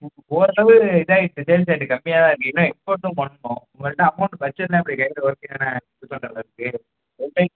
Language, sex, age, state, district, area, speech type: Tamil, male, 18-30, Tamil Nadu, Perambalur, rural, conversation